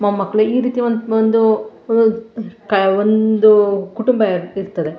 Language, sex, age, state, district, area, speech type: Kannada, female, 45-60, Karnataka, Mandya, rural, spontaneous